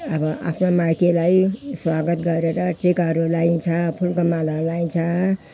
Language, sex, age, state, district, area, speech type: Nepali, female, 60+, West Bengal, Jalpaiguri, rural, spontaneous